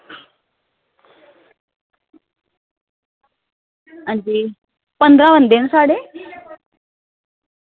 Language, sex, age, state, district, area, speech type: Dogri, female, 30-45, Jammu and Kashmir, Samba, rural, conversation